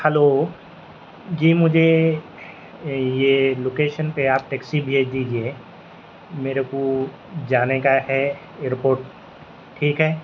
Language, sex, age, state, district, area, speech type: Urdu, male, 18-30, Telangana, Hyderabad, urban, spontaneous